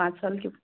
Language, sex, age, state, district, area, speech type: Hindi, female, 45-60, Madhya Pradesh, Ujjain, urban, conversation